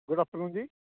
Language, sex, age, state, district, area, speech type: Punjabi, male, 30-45, Punjab, Kapurthala, urban, conversation